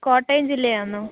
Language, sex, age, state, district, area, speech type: Malayalam, female, 18-30, Kerala, Kollam, rural, conversation